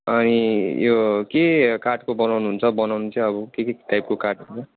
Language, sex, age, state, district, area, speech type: Nepali, male, 18-30, West Bengal, Alipurduar, urban, conversation